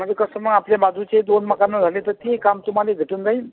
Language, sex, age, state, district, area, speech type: Marathi, male, 60+, Maharashtra, Akola, urban, conversation